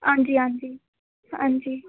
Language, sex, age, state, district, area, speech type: Dogri, female, 18-30, Jammu and Kashmir, Reasi, rural, conversation